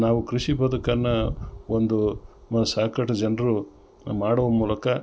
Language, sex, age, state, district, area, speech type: Kannada, male, 60+, Karnataka, Gulbarga, urban, spontaneous